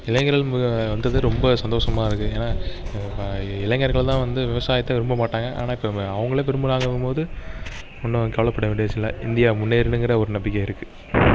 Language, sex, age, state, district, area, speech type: Tamil, male, 30-45, Tamil Nadu, Mayiladuthurai, urban, spontaneous